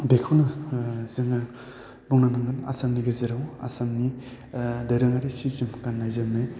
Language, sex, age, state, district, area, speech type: Bodo, male, 18-30, Assam, Baksa, urban, spontaneous